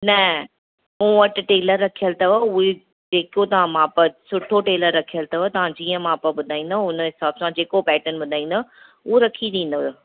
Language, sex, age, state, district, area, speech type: Sindhi, female, 30-45, Maharashtra, Thane, urban, conversation